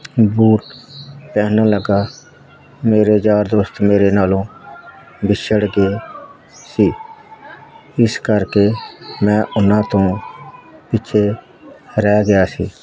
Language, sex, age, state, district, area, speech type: Punjabi, male, 60+, Punjab, Hoshiarpur, rural, spontaneous